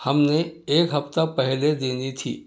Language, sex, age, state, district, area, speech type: Urdu, male, 60+, Telangana, Hyderabad, urban, spontaneous